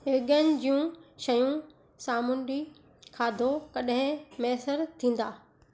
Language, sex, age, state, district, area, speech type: Sindhi, female, 30-45, Gujarat, Surat, urban, read